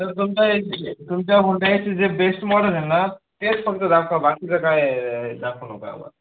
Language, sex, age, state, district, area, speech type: Marathi, male, 18-30, Maharashtra, Hingoli, urban, conversation